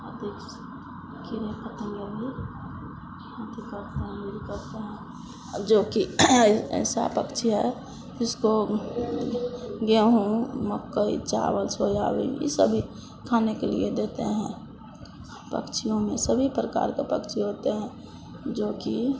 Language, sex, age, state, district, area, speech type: Hindi, female, 30-45, Bihar, Madhepura, rural, spontaneous